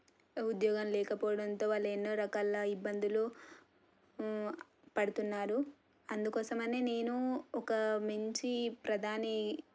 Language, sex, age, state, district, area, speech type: Telugu, female, 18-30, Telangana, Suryapet, urban, spontaneous